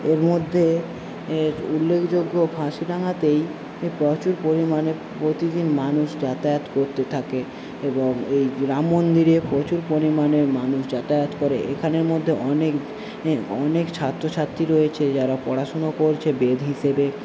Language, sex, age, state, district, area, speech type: Bengali, male, 18-30, West Bengal, Paschim Medinipur, rural, spontaneous